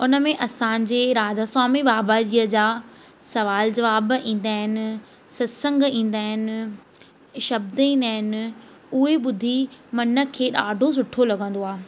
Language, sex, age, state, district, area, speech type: Sindhi, female, 18-30, Madhya Pradesh, Katni, urban, spontaneous